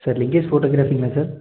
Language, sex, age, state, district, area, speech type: Tamil, male, 18-30, Tamil Nadu, Erode, rural, conversation